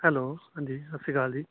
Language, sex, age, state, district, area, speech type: Punjabi, male, 30-45, Punjab, Kapurthala, rural, conversation